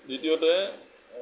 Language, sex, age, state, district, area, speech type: Assamese, male, 30-45, Assam, Lakhimpur, rural, spontaneous